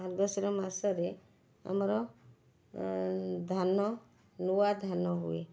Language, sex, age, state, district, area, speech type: Odia, female, 45-60, Odisha, Cuttack, urban, spontaneous